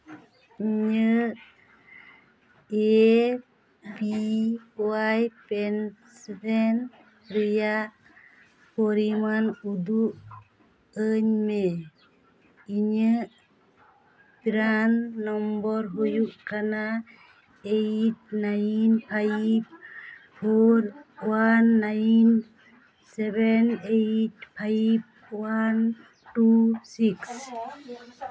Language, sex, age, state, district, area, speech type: Santali, female, 30-45, West Bengal, Purba Bardhaman, rural, read